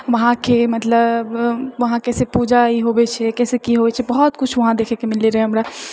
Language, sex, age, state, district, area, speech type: Maithili, female, 30-45, Bihar, Purnia, urban, spontaneous